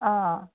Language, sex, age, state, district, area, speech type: Assamese, female, 30-45, Assam, Sivasagar, rural, conversation